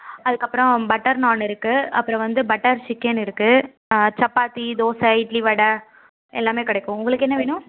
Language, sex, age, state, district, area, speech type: Tamil, female, 18-30, Tamil Nadu, Tiruvarur, rural, conversation